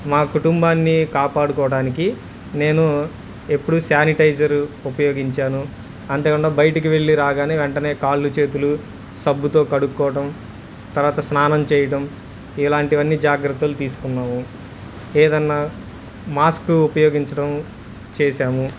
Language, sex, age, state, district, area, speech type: Telugu, male, 30-45, Andhra Pradesh, Guntur, urban, spontaneous